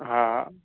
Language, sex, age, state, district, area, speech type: Sindhi, male, 30-45, Maharashtra, Thane, urban, conversation